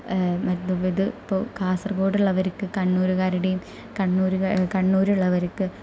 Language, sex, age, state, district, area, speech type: Malayalam, female, 18-30, Kerala, Thrissur, rural, spontaneous